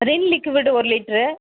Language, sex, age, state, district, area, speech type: Tamil, female, 18-30, Tamil Nadu, Viluppuram, rural, conversation